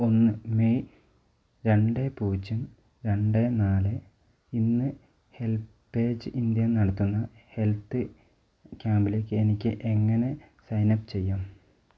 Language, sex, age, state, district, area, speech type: Malayalam, male, 30-45, Kerala, Wayanad, rural, read